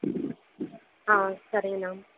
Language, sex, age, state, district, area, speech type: Tamil, female, 18-30, Tamil Nadu, Krishnagiri, rural, conversation